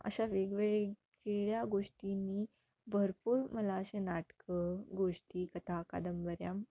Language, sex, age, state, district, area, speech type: Marathi, female, 18-30, Maharashtra, Amravati, rural, spontaneous